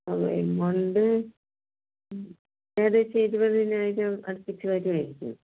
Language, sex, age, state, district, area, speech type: Malayalam, female, 45-60, Kerala, Thiruvananthapuram, rural, conversation